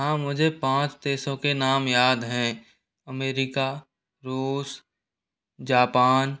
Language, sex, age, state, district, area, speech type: Hindi, male, 30-45, Rajasthan, Jaipur, urban, spontaneous